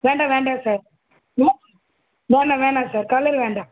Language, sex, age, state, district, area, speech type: Tamil, female, 30-45, Tamil Nadu, Tiruvallur, urban, conversation